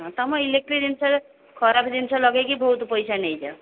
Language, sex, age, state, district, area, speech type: Odia, female, 45-60, Odisha, Sundergarh, rural, conversation